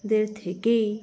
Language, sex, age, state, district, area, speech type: Bengali, female, 30-45, West Bengal, Cooch Behar, urban, spontaneous